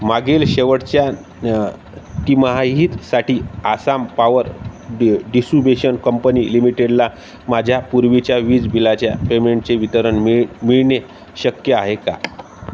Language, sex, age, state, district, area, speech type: Marathi, male, 30-45, Maharashtra, Wardha, urban, read